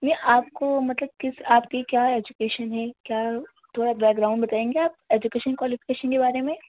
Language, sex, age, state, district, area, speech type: Urdu, female, 18-30, Delhi, North West Delhi, urban, conversation